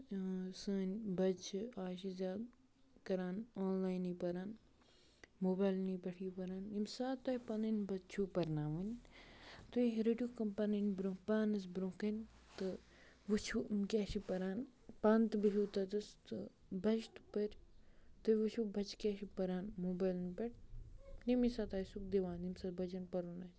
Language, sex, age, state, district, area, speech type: Kashmiri, male, 18-30, Jammu and Kashmir, Kupwara, rural, spontaneous